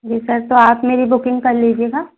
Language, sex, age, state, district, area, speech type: Hindi, female, 18-30, Madhya Pradesh, Gwalior, rural, conversation